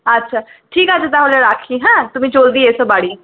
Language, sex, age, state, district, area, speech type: Bengali, female, 60+, West Bengal, Purulia, urban, conversation